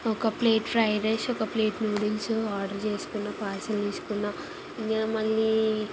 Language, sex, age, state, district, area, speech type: Telugu, female, 18-30, Telangana, Ranga Reddy, urban, spontaneous